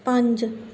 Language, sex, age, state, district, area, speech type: Punjabi, female, 30-45, Punjab, Bathinda, rural, read